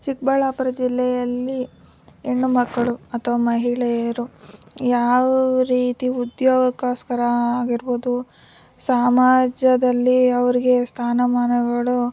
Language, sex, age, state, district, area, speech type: Kannada, female, 18-30, Karnataka, Chikkaballapur, rural, spontaneous